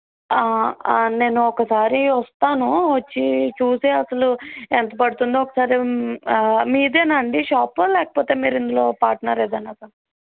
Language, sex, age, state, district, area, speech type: Telugu, female, 30-45, Andhra Pradesh, East Godavari, rural, conversation